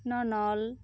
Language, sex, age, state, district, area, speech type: Santali, female, 18-30, West Bengal, Bankura, rural, spontaneous